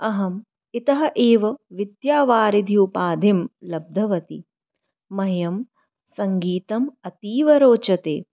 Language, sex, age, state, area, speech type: Sanskrit, female, 30-45, Delhi, urban, spontaneous